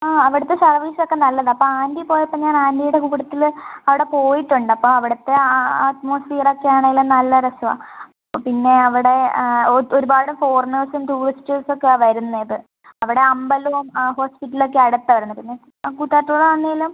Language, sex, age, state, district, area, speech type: Malayalam, female, 18-30, Kerala, Kottayam, rural, conversation